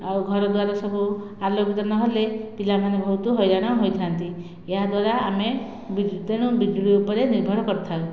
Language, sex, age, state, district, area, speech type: Odia, female, 45-60, Odisha, Khordha, rural, spontaneous